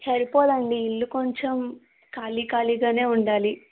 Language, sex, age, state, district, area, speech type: Telugu, female, 18-30, Andhra Pradesh, East Godavari, urban, conversation